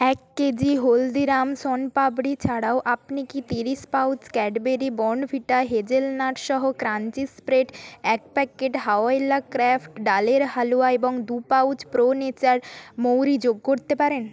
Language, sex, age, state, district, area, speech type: Bengali, female, 30-45, West Bengal, Nadia, rural, read